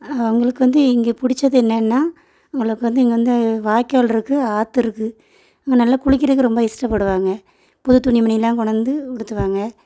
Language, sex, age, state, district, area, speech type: Tamil, female, 30-45, Tamil Nadu, Thoothukudi, rural, spontaneous